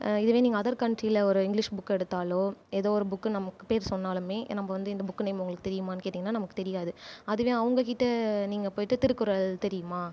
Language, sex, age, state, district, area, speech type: Tamil, female, 18-30, Tamil Nadu, Viluppuram, urban, spontaneous